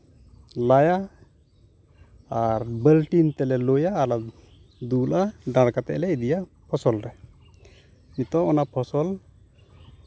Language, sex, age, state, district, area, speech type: Santali, male, 45-60, West Bengal, Uttar Dinajpur, rural, spontaneous